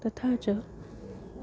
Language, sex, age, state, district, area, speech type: Sanskrit, female, 30-45, Maharashtra, Nagpur, urban, spontaneous